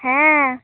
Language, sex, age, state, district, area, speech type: Santali, female, 18-30, West Bengal, Paschim Bardhaman, rural, conversation